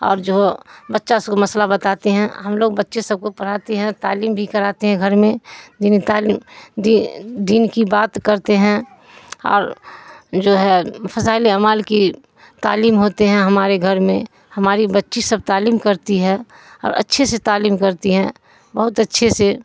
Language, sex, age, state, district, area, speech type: Urdu, female, 60+, Bihar, Supaul, rural, spontaneous